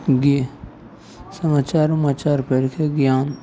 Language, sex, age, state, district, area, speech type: Maithili, male, 18-30, Bihar, Madhepura, rural, spontaneous